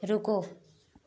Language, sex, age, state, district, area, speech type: Hindi, female, 18-30, Uttar Pradesh, Azamgarh, rural, read